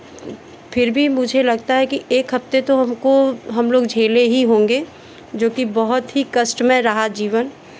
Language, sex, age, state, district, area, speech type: Hindi, female, 30-45, Uttar Pradesh, Chandauli, rural, spontaneous